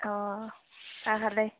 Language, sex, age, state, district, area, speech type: Assamese, female, 18-30, Assam, Dibrugarh, rural, conversation